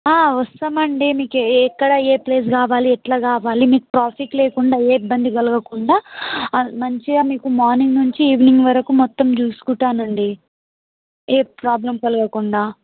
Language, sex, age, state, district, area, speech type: Telugu, other, 18-30, Telangana, Mahbubnagar, rural, conversation